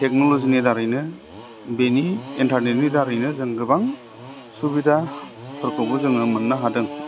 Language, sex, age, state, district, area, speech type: Bodo, male, 30-45, Assam, Udalguri, urban, spontaneous